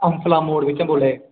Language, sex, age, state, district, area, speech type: Dogri, male, 18-30, Jammu and Kashmir, Udhampur, urban, conversation